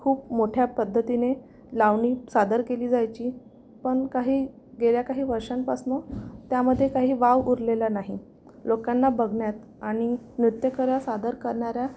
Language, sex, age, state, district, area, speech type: Marathi, female, 45-60, Maharashtra, Amravati, urban, spontaneous